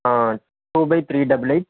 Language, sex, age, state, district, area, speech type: Tamil, male, 18-30, Tamil Nadu, Erode, rural, conversation